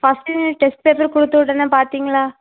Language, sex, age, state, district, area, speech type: Tamil, female, 18-30, Tamil Nadu, Thoothukudi, rural, conversation